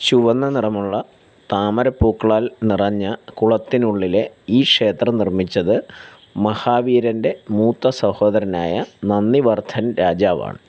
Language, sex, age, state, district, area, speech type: Malayalam, male, 45-60, Kerala, Alappuzha, rural, read